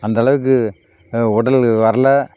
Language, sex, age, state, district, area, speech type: Tamil, male, 60+, Tamil Nadu, Tiruvarur, rural, spontaneous